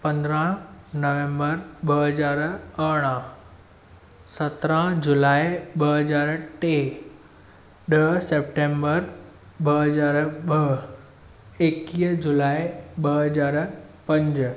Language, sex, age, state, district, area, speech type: Sindhi, male, 18-30, Maharashtra, Thane, urban, spontaneous